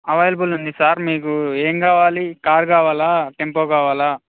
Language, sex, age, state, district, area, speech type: Telugu, male, 18-30, Telangana, Khammam, urban, conversation